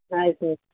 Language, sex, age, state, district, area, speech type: Kannada, female, 45-60, Karnataka, Gulbarga, urban, conversation